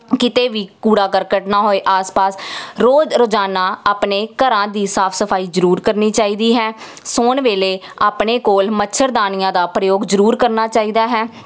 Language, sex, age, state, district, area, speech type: Punjabi, female, 18-30, Punjab, Jalandhar, urban, spontaneous